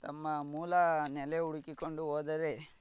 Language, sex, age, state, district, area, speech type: Kannada, male, 45-60, Karnataka, Tumkur, rural, spontaneous